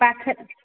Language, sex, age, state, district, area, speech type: Odia, female, 45-60, Odisha, Angul, rural, conversation